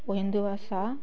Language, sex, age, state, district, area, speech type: Odia, female, 18-30, Odisha, Bargarh, rural, spontaneous